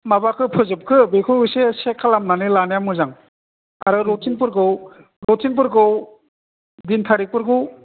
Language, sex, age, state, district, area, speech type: Bodo, male, 60+, Assam, Chirang, rural, conversation